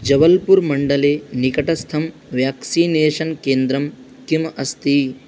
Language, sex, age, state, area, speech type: Sanskrit, male, 18-30, Rajasthan, rural, read